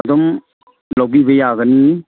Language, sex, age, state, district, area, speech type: Manipuri, male, 45-60, Manipur, Kangpokpi, urban, conversation